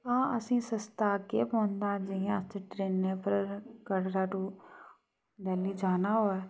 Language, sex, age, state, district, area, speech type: Dogri, female, 30-45, Jammu and Kashmir, Reasi, rural, spontaneous